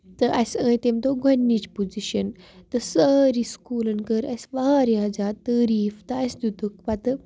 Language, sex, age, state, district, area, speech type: Kashmiri, female, 18-30, Jammu and Kashmir, Baramulla, rural, spontaneous